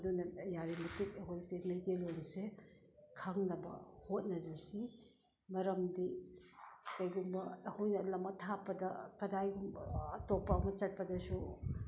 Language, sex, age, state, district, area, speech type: Manipuri, female, 60+, Manipur, Ukhrul, rural, spontaneous